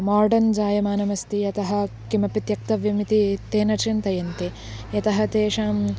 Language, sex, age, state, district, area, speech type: Sanskrit, female, 18-30, Karnataka, Uttara Kannada, rural, spontaneous